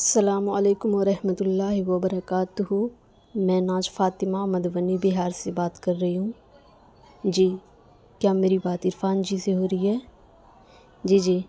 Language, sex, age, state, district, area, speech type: Urdu, female, 18-30, Bihar, Madhubani, rural, spontaneous